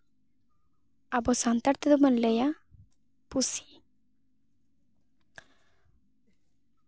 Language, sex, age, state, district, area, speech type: Santali, female, 18-30, West Bengal, Jhargram, rural, spontaneous